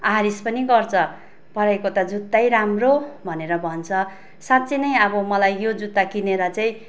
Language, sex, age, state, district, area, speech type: Nepali, female, 30-45, West Bengal, Darjeeling, rural, spontaneous